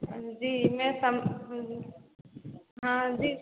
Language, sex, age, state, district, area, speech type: Hindi, female, 30-45, Uttar Pradesh, Sitapur, rural, conversation